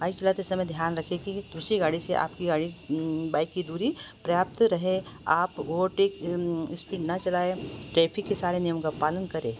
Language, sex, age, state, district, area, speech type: Hindi, female, 60+, Madhya Pradesh, Betul, urban, spontaneous